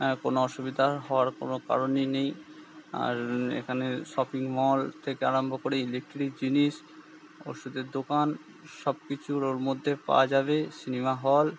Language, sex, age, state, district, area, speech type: Bengali, male, 45-60, West Bengal, Purba Bardhaman, urban, spontaneous